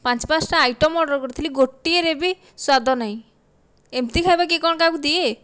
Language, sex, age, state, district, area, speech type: Odia, female, 18-30, Odisha, Dhenkanal, rural, spontaneous